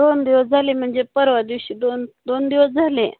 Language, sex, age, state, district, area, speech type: Marathi, female, 45-60, Maharashtra, Osmanabad, rural, conversation